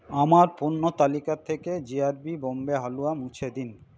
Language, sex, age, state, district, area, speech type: Bengali, male, 45-60, West Bengal, Paschim Bardhaman, rural, read